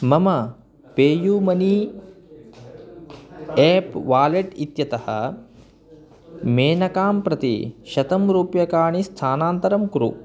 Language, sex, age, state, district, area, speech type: Sanskrit, male, 30-45, Karnataka, Uttara Kannada, rural, read